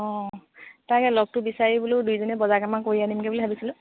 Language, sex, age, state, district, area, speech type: Assamese, female, 30-45, Assam, Lakhimpur, rural, conversation